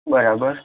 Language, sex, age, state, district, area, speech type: Gujarati, male, 18-30, Gujarat, Mehsana, rural, conversation